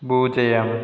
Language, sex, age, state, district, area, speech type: Tamil, male, 30-45, Tamil Nadu, Ariyalur, rural, read